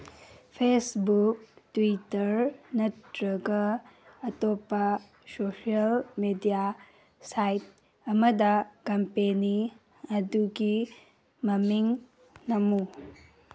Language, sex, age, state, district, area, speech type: Manipuri, female, 18-30, Manipur, Kangpokpi, urban, read